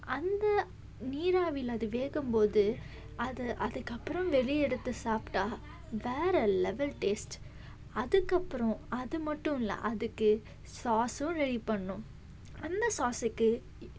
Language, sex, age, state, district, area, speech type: Tamil, female, 18-30, Tamil Nadu, Salem, urban, spontaneous